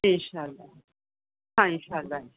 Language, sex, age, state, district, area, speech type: Urdu, female, 45-60, Uttar Pradesh, Rampur, urban, conversation